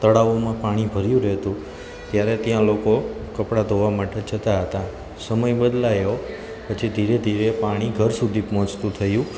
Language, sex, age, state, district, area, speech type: Gujarati, male, 30-45, Gujarat, Junagadh, urban, spontaneous